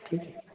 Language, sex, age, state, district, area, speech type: Hindi, male, 30-45, Uttar Pradesh, Prayagraj, rural, conversation